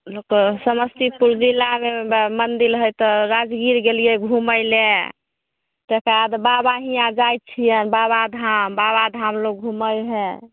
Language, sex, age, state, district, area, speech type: Maithili, female, 30-45, Bihar, Samastipur, urban, conversation